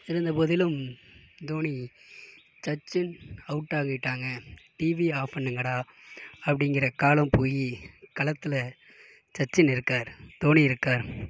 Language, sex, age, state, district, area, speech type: Tamil, male, 18-30, Tamil Nadu, Tiruvarur, urban, spontaneous